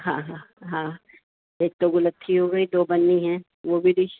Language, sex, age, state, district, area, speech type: Urdu, female, 45-60, Uttar Pradesh, Rampur, urban, conversation